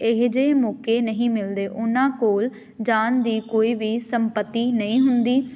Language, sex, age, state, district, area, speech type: Punjabi, female, 18-30, Punjab, Amritsar, urban, spontaneous